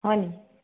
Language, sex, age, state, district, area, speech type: Assamese, female, 30-45, Assam, Sivasagar, rural, conversation